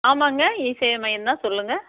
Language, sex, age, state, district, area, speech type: Tamil, female, 45-60, Tamil Nadu, Namakkal, rural, conversation